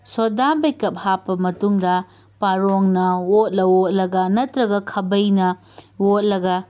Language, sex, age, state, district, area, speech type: Manipuri, female, 30-45, Manipur, Tengnoupal, urban, spontaneous